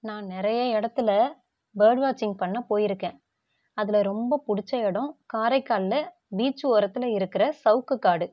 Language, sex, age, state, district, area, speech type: Tamil, female, 45-60, Tamil Nadu, Tiruvarur, rural, spontaneous